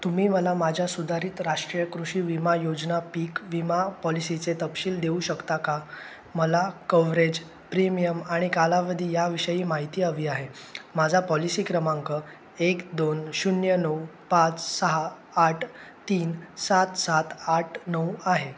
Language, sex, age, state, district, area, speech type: Marathi, male, 18-30, Maharashtra, Ratnagiri, urban, read